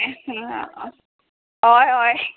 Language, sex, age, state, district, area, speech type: Goan Konkani, female, 18-30, Goa, Murmgao, urban, conversation